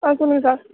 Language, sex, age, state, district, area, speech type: Tamil, male, 60+, Tamil Nadu, Mayiladuthurai, rural, conversation